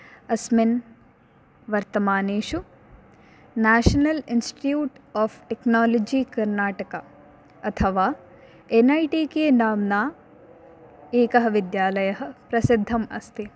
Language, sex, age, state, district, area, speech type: Sanskrit, female, 18-30, Karnataka, Dakshina Kannada, urban, spontaneous